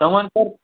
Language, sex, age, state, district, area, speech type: Kashmiri, male, 18-30, Jammu and Kashmir, Ganderbal, rural, conversation